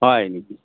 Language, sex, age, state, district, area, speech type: Assamese, male, 60+, Assam, Golaghat, urban, conversation